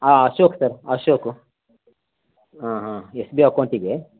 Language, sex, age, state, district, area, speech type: Kannada, male, 60+, Karnataka, Shimoga, rural, conversation